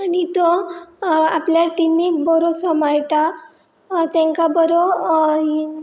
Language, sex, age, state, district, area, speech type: Goan Konkani, female, 18-30, Goa, Pernem, rural, spontaneous